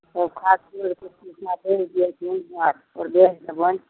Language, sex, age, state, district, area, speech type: Maithili, female, 60+, Bihar, Araria, rural, conversation